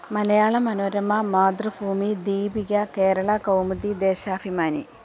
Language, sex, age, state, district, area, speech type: Malayalam, female, 45-60, Kerala, Alappuzha, rural, spontaneous